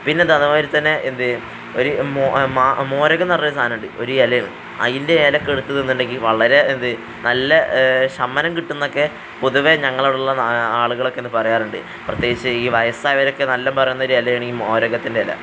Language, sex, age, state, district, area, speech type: Malayalam, male, 18-30, Kerala, Palakkad, rural, spontaneous